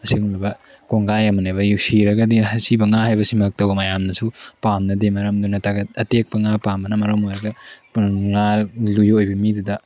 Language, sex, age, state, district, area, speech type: Manipuri, male, 18-30, Manipur, Tengnoupal, rural, spontaneous